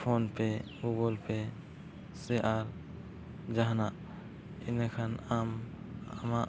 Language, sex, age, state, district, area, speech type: Santali, male, 18-30, Jharkhand, East Singhbhum, rural, spontaneous